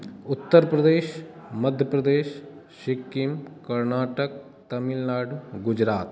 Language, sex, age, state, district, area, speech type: Maithili, male, 30-45, Bihar, Madhubani, rural, spontaneous